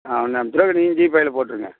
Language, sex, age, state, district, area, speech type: Tamil, male, 45-60, Tamil Nadu, Perambalur, rural, conversation